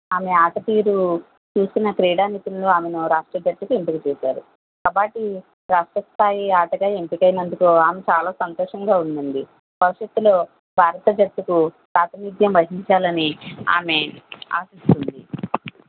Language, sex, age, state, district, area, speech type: Telugu, female, 18-30, Andhra Pradesh, Konaseema, rural, conversation